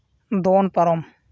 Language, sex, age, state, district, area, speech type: Santali, male, 18-30, West Bengal, Uttar Dinajpur, rural, read